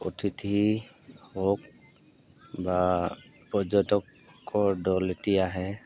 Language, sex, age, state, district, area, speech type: Assamese, male, 45-60, Assam, Golaghat, urban, spontaneous